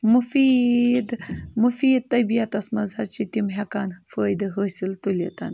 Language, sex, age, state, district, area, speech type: Kashmiri, female, 18-30, Jammu and Kashmir, Bandipora, rural, spontaneous